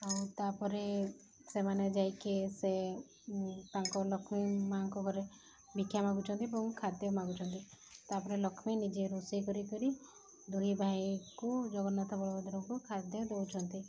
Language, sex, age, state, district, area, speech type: Odia, female, 30-45, Odisha, Sundergarh, urban, spontaneous